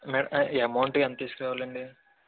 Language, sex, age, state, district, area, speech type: Telugu, male, 45-60, Andhra Pradesh, Kakinada, urban, conversation